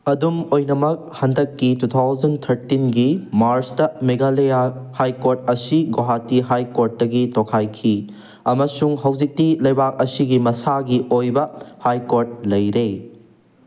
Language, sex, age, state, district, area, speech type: Manipuri, male, 18-30, Manipur, Thoubal, rural, read